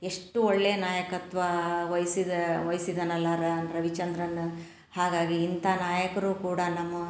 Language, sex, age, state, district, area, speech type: Kannada, female, 45-60, Karnataka, Koppal, rural, spontaneous